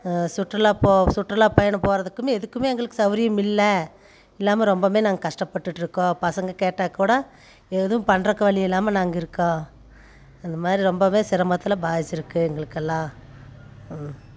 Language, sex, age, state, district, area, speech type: Tamil, female, 30-45, Tamil Nadu, Coimbatore, rural, spontaneous